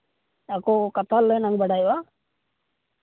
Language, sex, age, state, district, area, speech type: Santali, male, 18-30, Jharkhand, Seraikela Kharsawan, rural, conversation